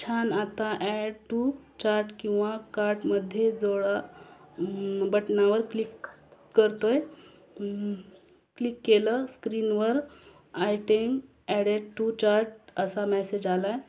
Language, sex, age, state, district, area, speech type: Marathi, female, 18-30, Maharashtra, Beed, rural, spontaneous